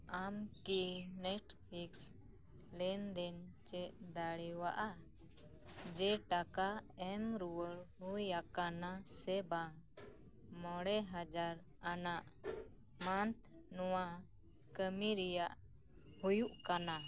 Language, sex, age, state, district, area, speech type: Santali, female, 30-45, West Bengal, Birbhum, rural, read